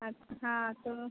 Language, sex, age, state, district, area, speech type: Hindi, female, 60+, Uttar Pradesh, Azamgarh, urban, conversation